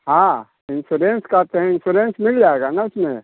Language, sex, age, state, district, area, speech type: Hindi, male, 60+, Bihar, Samastipur, urban, conversation